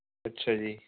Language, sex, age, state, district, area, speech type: Punjabi, male, 18-30, Punjab, Fazilka, rural, conversation